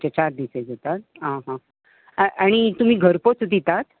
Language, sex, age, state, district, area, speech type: Goan Konkani, female, 60+, Goa, Bardez, urban, conversation